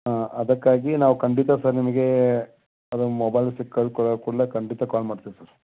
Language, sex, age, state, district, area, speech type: Kannada, male, 30-45, Karnataka, Belgaum, rural, conversation